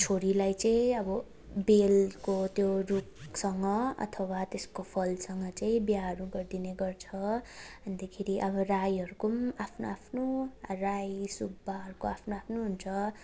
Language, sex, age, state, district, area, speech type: Nepali, female, 18-30, West Bengal, Darjeeling, rural, spontaneous